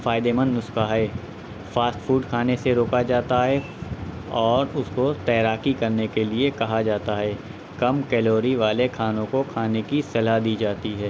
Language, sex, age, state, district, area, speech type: Urdu, male, 18-30, Uttar Pradesh, Shahjahanpur, rural, spontaneous